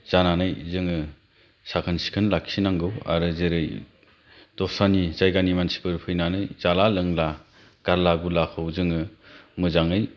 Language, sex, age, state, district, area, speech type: Bodo, male, 30-45, Assam, Kokrajhar, rural, spontaneous